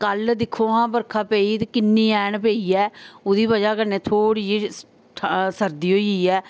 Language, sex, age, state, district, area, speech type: Dogri, female, 45-60, Jammu and Kashmir, Samba, urban, spontaneous